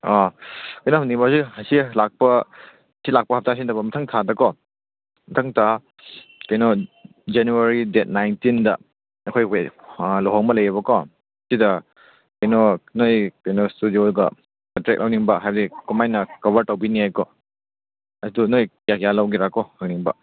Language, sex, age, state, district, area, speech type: Manipuri, male, 18-30, Manipur, Churachandpur, rural, conversation